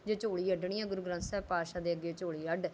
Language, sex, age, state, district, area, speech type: Punjabi, female, 30-45, Punjab, Rupnagar, rural, spontaneous